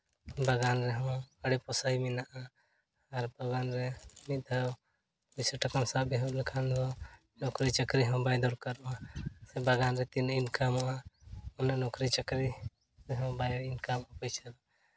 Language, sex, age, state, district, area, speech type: Santali, male, 30-45, Jharkhand, Seraikela Kharsawan, rural, spontaneous